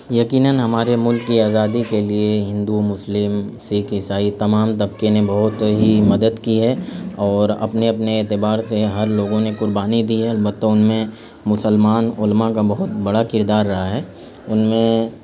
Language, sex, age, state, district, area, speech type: Urdu, male, 30-45, Uttar Pradesh, Azamgarh, rural, spontaneous